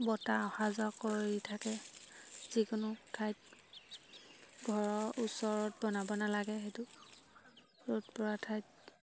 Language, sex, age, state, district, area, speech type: Assamese, female, 30-45, Assam, Sivasagar, rural, spontaneous